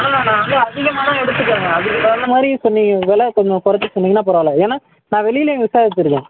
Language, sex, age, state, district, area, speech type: Tamil, male, 18-30, Tamil Nadu, Madurai, rural, conversation